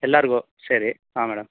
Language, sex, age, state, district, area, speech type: Kannada, male, 18-30, Karnataka, Tumkur, rural, conversation